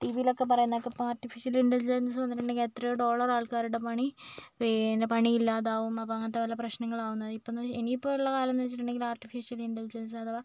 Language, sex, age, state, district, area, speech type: Malayalam, male, 45-60, Kerala, Kozhikode, urban, spontaneous